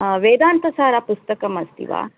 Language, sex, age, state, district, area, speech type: Sanskrit, female, 30-45, Karnataka, Bangalore Urban, urban, conversation